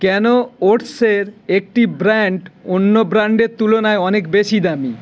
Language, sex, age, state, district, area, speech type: Bengali, male, 60+, West Bengal, Howrah, urban, read